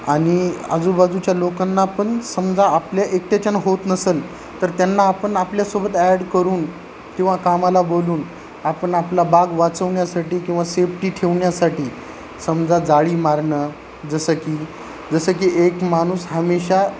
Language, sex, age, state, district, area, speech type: Marathi, male, 30-45, Maharashtra, Nanded, urban, spontaneous